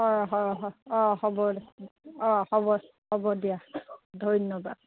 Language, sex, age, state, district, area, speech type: Assamese, female, 45-60, Assam, Dhemaji, rural, conversation